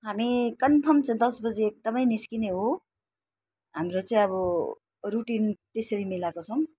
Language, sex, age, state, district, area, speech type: Nepali, female, 60+, West Bengal, Alipurduar, urban, spontaneous